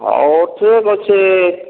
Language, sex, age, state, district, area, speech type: Odia, male, 60+, Odisha, Boudh, rural, conversation